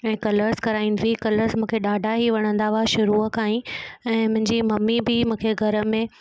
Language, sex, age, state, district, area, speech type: Sindhi, female, 18-30, Gujarat, Kutch, urban, spontaneous